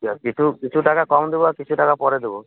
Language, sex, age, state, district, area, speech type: Bengali, male, 18-30, West Bengal, Uttar Dinajpur, urban, conversation